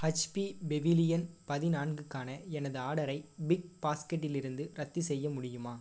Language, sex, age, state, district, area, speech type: Tamil, male, 18-30, Tamil Nadu, Perambalur, rural, read